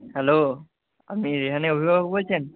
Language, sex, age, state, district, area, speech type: Bengali, male, 45-60, West Bengal, Purba Bardhaman, rural, conversation